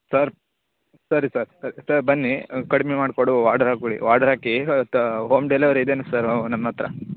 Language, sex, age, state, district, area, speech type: Kannada, male, 18-30, Karnataka, Uttara Kannada, rural, conversation